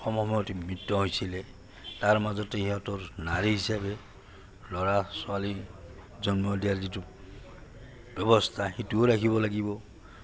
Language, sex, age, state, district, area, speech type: Assamese, male, 60+, Assam, Goalpara, urban, spontaneous